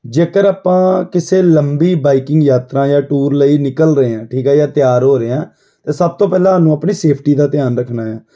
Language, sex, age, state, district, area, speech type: Punjabi, male, 18-30, Punjab, Amritsar, urban, spontaneous